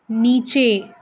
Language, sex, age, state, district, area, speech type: Urdu, female, 30-45, Delhi, South Delhi, urban, read